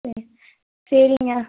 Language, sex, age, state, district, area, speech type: Tamil, female, 18-30, Tamil Nadu, Tiruchirappalli, rural, conversation